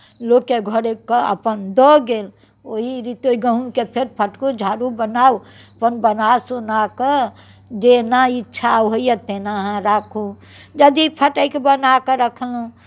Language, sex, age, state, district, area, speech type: Maithili, female, 60+, Bihar, Muzaffarpur, rural, spontaneous